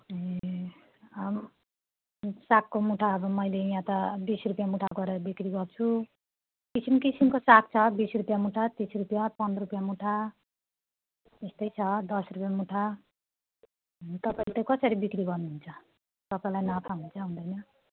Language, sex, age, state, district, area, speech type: Nepali, female, 45-60, West Bengal, Jalpaiguri, rural, conversation